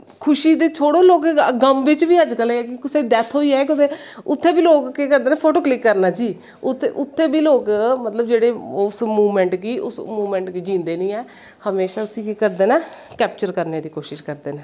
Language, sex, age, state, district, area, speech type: Dogri, female, 30-45, Jammu and Kashmir, Kathua, rural, spontaneous